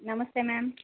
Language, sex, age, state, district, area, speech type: Hindi, female, 30-45, Rajasthan, Jodhpur, urban, conversation